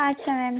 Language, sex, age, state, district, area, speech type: Bengali, female, 18-30, West Bengal, Birbhum, urban, conversation